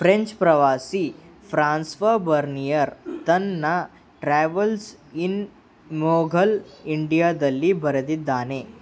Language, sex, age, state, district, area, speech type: Kannada, male, 18-30, Karnataka, Bidar, urban, read